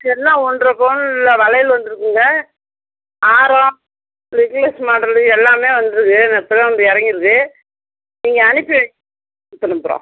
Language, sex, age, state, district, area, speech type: Tamil, female, 45-60, Tamil Nadu, Cuddalore, rural, conversation